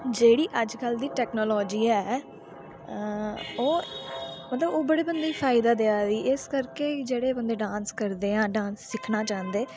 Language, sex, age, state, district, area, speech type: Dogri, female, 30-45, Jammu and Kashmir, Reasi, rural, spontaneous